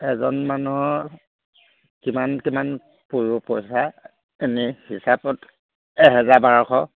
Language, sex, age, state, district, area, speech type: Assamese, male, 60+, Assam, Sivasagar, rural, conversation